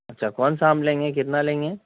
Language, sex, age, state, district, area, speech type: Urdu, male, 30-45, Bihar, Khagaria, rural, conversation